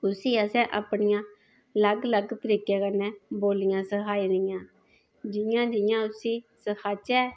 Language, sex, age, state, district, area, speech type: Dogri, female, 30-45, Jammu and Kashmir, Udhampur, rural, spontaneous